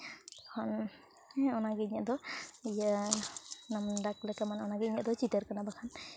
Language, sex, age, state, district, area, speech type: Santali, female, 18-30, West Bengal, Purulia, rural, spontaneous